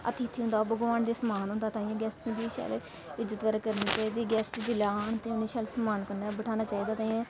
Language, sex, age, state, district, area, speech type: Dogri, female, 18-30, Jammu and Kashmir, Samba, rural, spontaneous